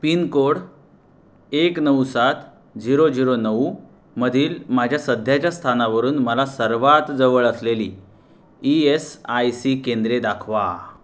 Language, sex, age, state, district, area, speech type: Marathi, male, 30-45, Maharashtra, Raigad, rural, read